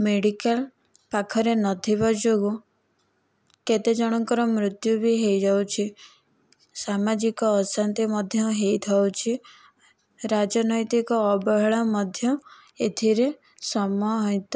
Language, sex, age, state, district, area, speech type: Odia, female, 18-30, Odisha, Kandhamal, rural, spontaneous